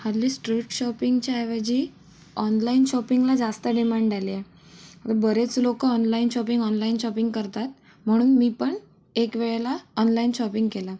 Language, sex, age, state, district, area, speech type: Marathi, female, 18-30, Maharashtra, Sindhudurg, rural, spontaneous